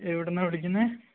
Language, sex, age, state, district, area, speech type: Malayalam, male, 18-30, Kerala, Wayanad, rural, conversation